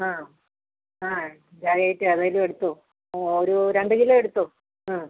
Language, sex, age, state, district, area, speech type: Malayalam, female, 45-60, Kerala, Kottayam, rural, conversation